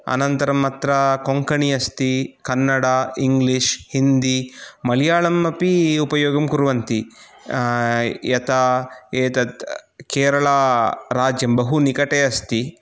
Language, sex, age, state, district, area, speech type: Sanskrit, male, 30-45, Karnataka, Udupi, urban, spontaneous